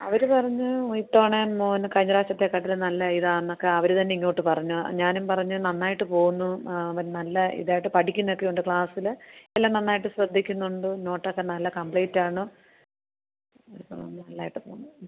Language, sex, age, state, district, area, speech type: Malayalam, female, 30-45, Kerala, Alappuzha, rural, conversation